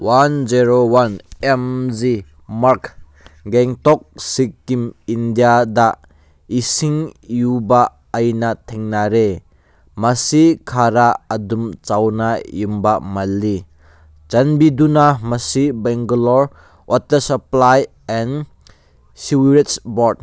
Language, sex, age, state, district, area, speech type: Manipuri, male, 18-30, Manipur, Kangpokpi, urban, read